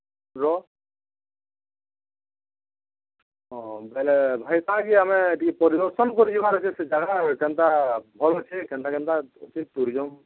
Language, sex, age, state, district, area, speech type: Odia, male, 45-60, Odisha, Nuapada, urban, conversation